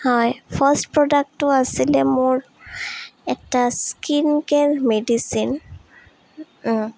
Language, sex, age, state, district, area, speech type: Assamese, female, 18-30, Assam, Sonitpur, rural, spontaneous